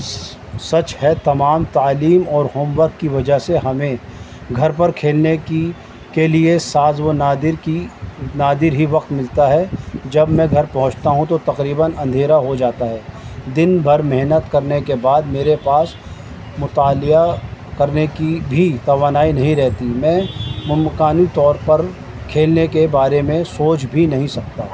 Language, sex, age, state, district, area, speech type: Urdu, male, 30-45, Delhi, Central Delhi, urban, read